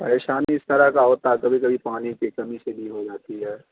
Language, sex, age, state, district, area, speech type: Urdu, male, 18-30, Bihar, Khagaria, rural, conversation